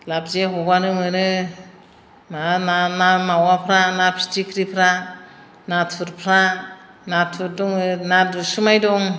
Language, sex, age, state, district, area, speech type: Bodo, female, 60+, Assam, Chirang, urban, spontaneous